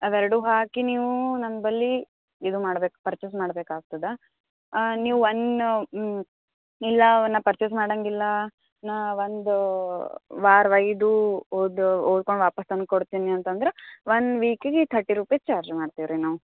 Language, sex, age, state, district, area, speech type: Kannada, female, 18-30, Karnataka, Gulbarga, urban, conversation